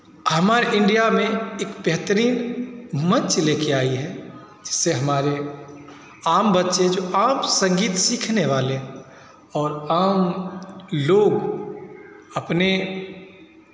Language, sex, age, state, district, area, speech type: Hindi, male, 45-60, Bihar, Begusarai, rural, spontaneous